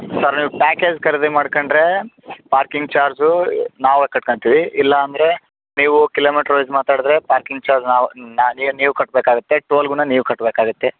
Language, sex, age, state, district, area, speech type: Kannada, male, 30-45, Karnataka, Raichur, rural, conversation